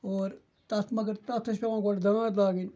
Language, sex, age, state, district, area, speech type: Kashmiri, male, 45-60, Jammu and Kashmir, Ganderbal, rural, spontaneous